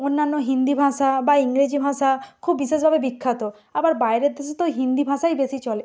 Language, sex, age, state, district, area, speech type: Bengali, female, 45-60, West Bengal, Purba Medinipur, rural, spontaneous